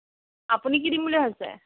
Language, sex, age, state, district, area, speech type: Assamese, female, 45-60, Assam, Jorhat, urban, conversation